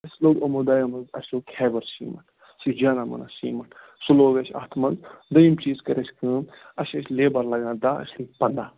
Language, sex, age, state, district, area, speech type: Kashmiri, male, 30-45, Jammu and Kashmir, Ganderbal, rural, conversation